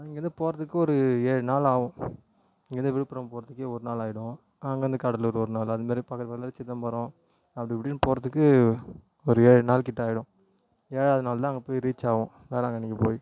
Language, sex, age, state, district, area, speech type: Tamil, male, 18-30, Tamil Nadu, Tiruvannamalai, urban, spontaneous